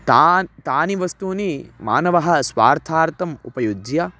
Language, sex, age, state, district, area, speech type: Sanskrit, male, 18-30, Karnataka, Chitradurga, urban, spontaneous